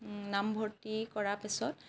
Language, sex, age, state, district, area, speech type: Assamese, female, 45-60, Assam, Lakhimpur, rural, spontaneous